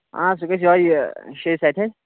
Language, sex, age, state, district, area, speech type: Kashmiri, male, 18-30, Jammu and Kashmir, Kulgam, rural, conversation